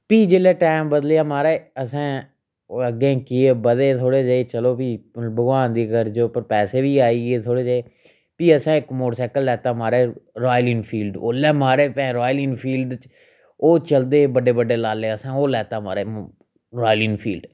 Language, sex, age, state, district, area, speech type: Dogri, male, 30-45, Jammu and Kashmir, Reasi, rural, spontaneous